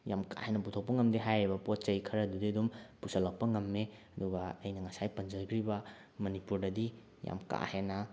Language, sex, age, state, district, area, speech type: Manipuri, male, 18-30, Manipur, Bishnupur, rural, spontaneous